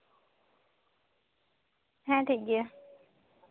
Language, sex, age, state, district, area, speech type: Santali, female, 18-30, West Bengal, Jhargram, rural, conversation